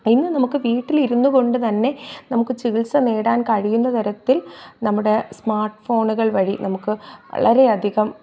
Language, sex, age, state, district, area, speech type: Malayalam, female, 30-45, Kerala, Thiruvananthapuram, urban, spontaneous